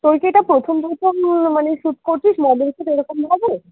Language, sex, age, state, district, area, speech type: Bengali, female, 30-45, West Bengal, Dakshin Dinajpur, urban, conversation